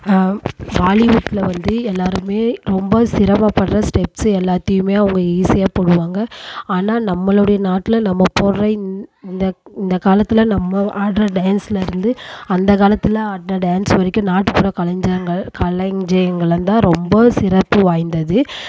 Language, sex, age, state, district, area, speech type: Tamil, female, 30-45, Tamil Nadu, Tiruvannamalai, rural, spontaneous